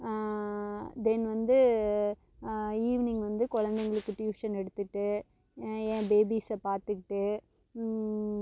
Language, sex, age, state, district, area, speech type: Tamil, female, 30-45, Tamil Nadu, Namakkal, rural, spontaneous